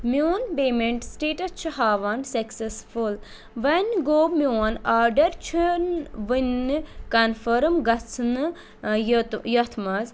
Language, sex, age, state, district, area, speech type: Kashmiri, female, 18-30, Jammu and Kashmir, Budgam, urban, read